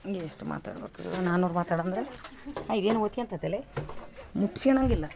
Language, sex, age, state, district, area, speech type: Kannada, female, 45-60, Karnataka, Vijayanagara, rural, spontaneous